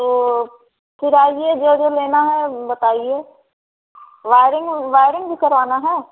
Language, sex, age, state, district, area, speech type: Hindi, female, 30-45, Uttar Pradesh, Prayagraj, urban, conversation